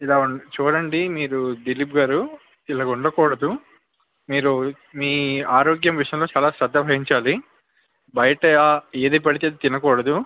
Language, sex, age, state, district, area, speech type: Telugu, male, 18-30, Andhra Pradesh, Visakhapatnam, urban, conversation